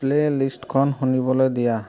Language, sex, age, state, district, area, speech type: Assamese, male, 30-45, Assam, Charaideo, urban, read